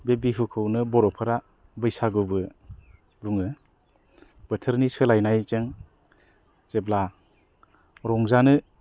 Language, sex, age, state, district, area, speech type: Bodo, male, 30-45, Assam, Kokrajhar, urban, spontaneous